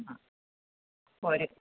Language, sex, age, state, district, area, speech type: Malayalam, female, 45-60, Kerala, Kottayam, rural, conversation